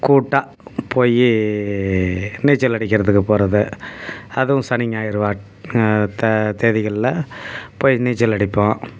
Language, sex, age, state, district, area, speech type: Tamil, male, 60+, Tamil Nadu, Tiruchirappalli, rural, spontaneous